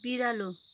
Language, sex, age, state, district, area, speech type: Nepali, female, 30-45, West Bengal, Kalimpong, rural, read